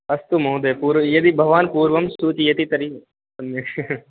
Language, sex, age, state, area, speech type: Sanskrit, male, 18-30, Rajasthan, rural, conversation